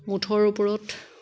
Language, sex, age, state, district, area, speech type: Assamese, female, 30-45, Assam, Kamrup Metropolitan, urban, spontaneous